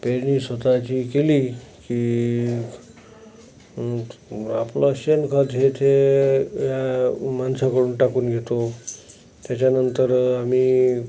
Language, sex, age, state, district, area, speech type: Marathi, male, 45-60, Maharashtra, Amravati, rural, spontaneous